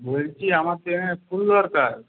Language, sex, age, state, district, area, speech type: Bengali, male, 18-30, West Bengal, Paschim Medinipur, rural, conversation